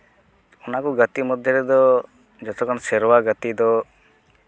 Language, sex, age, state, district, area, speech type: Santali, male, 18-30, West Bengal, Uttar Dinajpur, rural, spontaneous